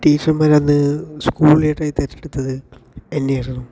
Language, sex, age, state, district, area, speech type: Malayalam, male, 30-45, Kerala, Palakkad, rural, spontaneous